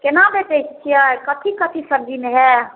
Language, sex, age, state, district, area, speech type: Maithili, female, 30-45, Bihar, Samastipur, urban, conversation